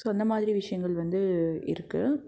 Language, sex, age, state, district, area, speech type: Tamil, female, 18-30, Tamil Nadu, Madurai, urban, spontaneous